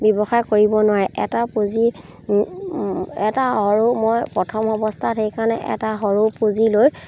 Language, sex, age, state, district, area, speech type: Assamese, female, 30-45, Assam, Charaideo, rural, spontaneous